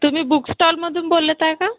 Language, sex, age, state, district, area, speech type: Marathi, female, 30-45, Maharashtra, Nagpur, urban, conversation